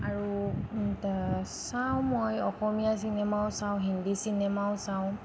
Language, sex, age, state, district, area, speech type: Assamese, female, 45-60, Assam, Nagaon, rural, spontaneous